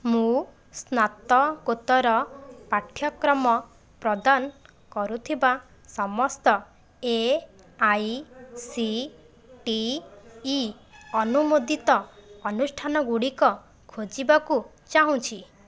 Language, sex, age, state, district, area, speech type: Odia, female, 30-45, Odisha, Jajpur, rural, read